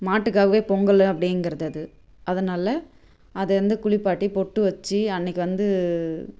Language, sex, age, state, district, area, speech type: Tamil, female, 30-45, Tamil Nadu, Tirupattur, rural, spontaneous